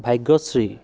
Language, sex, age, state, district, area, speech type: Assamese, male, 30-45, Assam, Dhemaji, rural, spontaneous